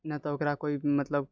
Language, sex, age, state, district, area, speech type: Maithili, male, 18-30, Bihar, Purnia, rural, spontaneous